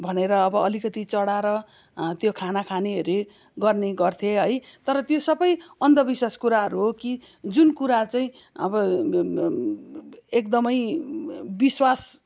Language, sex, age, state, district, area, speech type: Nepali, female, 45-60, West Bengal, Kalimpong, rural, spontaneous